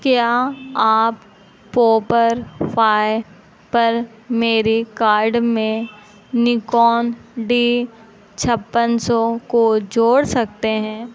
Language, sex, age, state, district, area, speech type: Hindi, female, 45-60, Madhya Pradesh, Harda, urban, read